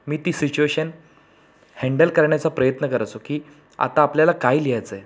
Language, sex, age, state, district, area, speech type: Marathi, male, 30-45, Maharashtra, Raigad, rural, spontaneous